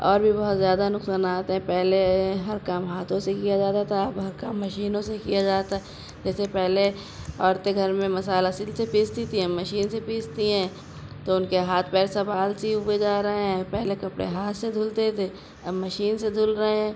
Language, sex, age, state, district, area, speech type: Urdu, female, 30-45, Uttar Pradesh, Shahjahanpur, urban, spontaneous